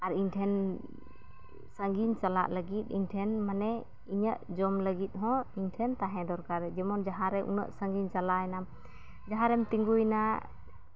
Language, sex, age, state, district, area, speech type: Santali, female, 30-45, Jharkhand, East Singhbhum, rural, spontaneous